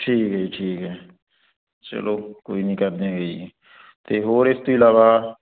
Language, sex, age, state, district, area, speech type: Punjabi, male, 18-30, Punjab, Fazilka, rural, conversation